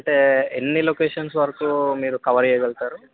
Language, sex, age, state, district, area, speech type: Telugu, male, 30-45, Andhra Pradesh, N T Rama Rao, urban, conversation